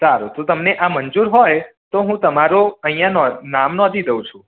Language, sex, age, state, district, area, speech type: Gujarati, male, 30-45, Gujarat, Mehsana, rural, conversation